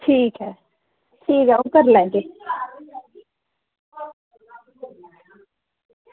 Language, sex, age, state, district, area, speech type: Dogri, female, 18-30, Jammu and Kashmir, Samba, rural, conversation